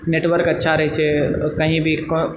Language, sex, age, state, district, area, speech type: Maithili, male, 30-45, Bihar, Purnia, rural, spontaneous